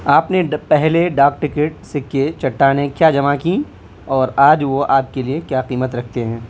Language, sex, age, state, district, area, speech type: Urdu, male, 18-30, Delhi, South Delhi, urban, spontaneous